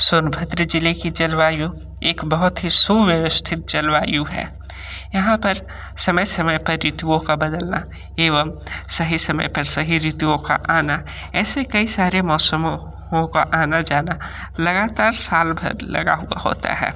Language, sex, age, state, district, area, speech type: Hindi, male, 30-45, Uttar Pradesh, Sonbhadra, rural, spontaneous